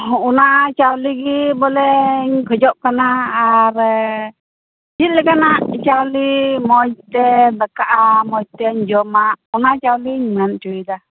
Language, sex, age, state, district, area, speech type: Santali, female, 60+, West Bengal, Purba Bardhaman, rural, conversation